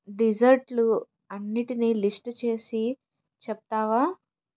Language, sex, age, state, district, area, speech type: Telugu, female, 18-30, Andhra Pradesh, Palnadu, urban, read